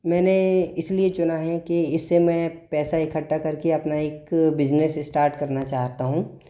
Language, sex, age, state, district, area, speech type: Hindi, male, 18-30, Madhya Pradesh, Bhopal, urban, spontaneous